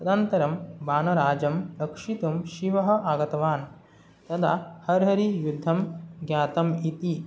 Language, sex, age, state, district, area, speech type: Sanskrit, male, 18-30, Assam, Nagaon, rural, spontaneous